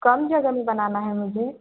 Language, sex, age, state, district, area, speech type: Hindi, female, 18-30, Madhya Pradesh, Betul, urban, conversation